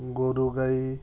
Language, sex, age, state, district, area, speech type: Odia, male, 45-60, Odisha, Balasore, rural, spontaneous